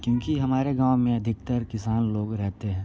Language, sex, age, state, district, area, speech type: Hindi, male, 45-60, Uttar Pradesh, Sonbhadra, rural, spontaneous